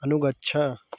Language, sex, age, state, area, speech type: Sanskrit, male, 18-30, Uttarakhand, urban, read